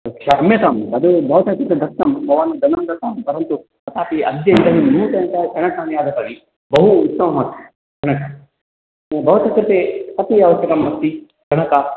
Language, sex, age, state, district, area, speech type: Sanskrit, male, 45-60, Karnataka, Dakshina Kannada, rural, conversation